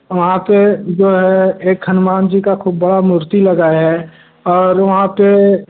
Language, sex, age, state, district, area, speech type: Hindi, male, 30-45, Uttar Pradesh, Bhadohi, urban, conversation